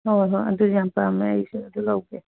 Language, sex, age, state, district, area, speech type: Manipuri, female, 45-60, Manipur, Churachandpur, urban, conversation